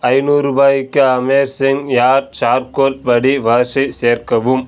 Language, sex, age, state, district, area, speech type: Tamil, male, 18-30, Tamil Nadu, Kallakurichi, rural, read